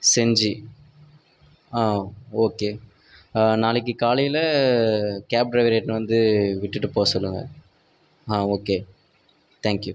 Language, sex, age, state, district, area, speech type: Tamil, male, 30-45, Tamil Nadu, Viluppuram, urban, spontaneous